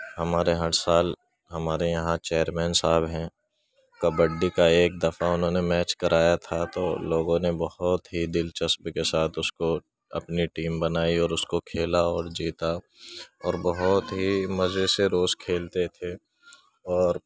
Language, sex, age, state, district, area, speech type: Urdu, male, 18-30, Uttar Pradesh, Gautam Buddha Nagar, urban, spontaneous